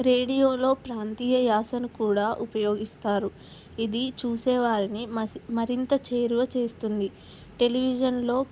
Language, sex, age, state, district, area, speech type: Telugu, female, 18-30, Telangana, Ranga Reddy, urban, spontaneous